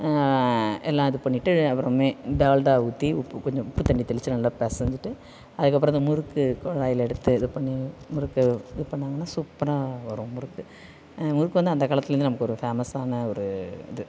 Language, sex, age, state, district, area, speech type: Tamil, female, 45-60, Tamil Nadu, Thanjavur, rural, spontaneous